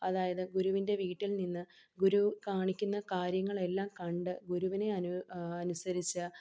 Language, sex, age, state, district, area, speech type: Malayalam, female, 18-30, Kerala, Palakkad, rural, spontaneous